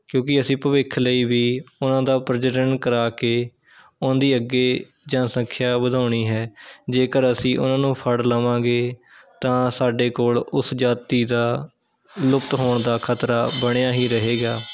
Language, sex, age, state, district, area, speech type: Punjabi, male, 18-30, Punjab, Shaheed Bhagat Singh Nagar, urban, spontaneous